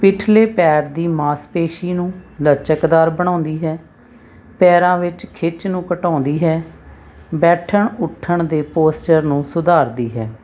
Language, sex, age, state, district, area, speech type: Punjabi, female, 45-60, Punjab, Hoshiarpur, urban, spontaneous